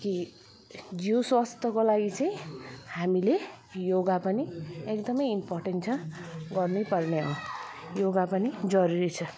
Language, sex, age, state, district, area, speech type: Nepali, female, 30-45, West Bengal, Alipurduar, urban, spontaneous